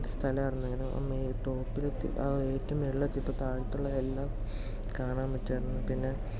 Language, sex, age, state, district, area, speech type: Malayalam, male, 18-30, Kerala, Palakkad, urban, spontaneous